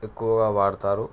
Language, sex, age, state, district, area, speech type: Telugu, male, 30-45, Telangana, Jangaon, rural, spontaneous